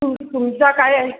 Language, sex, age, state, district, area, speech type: Marathi, female, 45-60, Maharashtra, Buldhana, urban, conversation